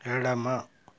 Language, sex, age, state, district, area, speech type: Telugu, male, 60+, Andhra Pradesh, West Godavari, rural, read